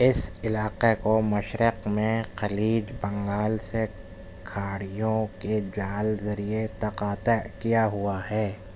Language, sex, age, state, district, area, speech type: Urdu, male, 18-30, Delhi, Central Delhi, urban, read